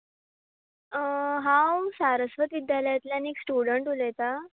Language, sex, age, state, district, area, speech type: Goan Konkani, female, 18-30, Goa, Bardez, urban, conversation